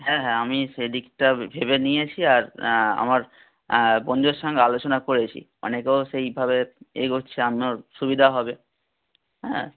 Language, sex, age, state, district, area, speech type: Bengali, male, 18-30, West Bengal, Howrah, urban, conversation